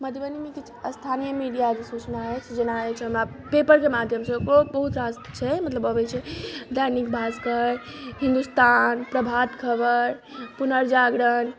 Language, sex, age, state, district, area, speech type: Maithili, female, 30-45, Bihar, Madhubani, rural, spontaneous